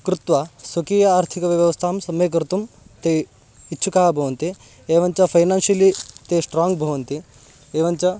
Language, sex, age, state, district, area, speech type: Sanskrit, male, 18-30, Karnataka, Haveri, urban, spontaneous